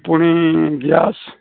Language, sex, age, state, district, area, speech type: Odia, male, 45-60, Odisha, Sambalpur, rural, conversation